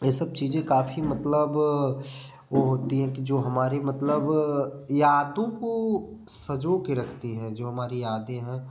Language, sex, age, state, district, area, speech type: Hindi, male, 18-30, Uttar Pradesh, Prayagraj, rural, spontaneous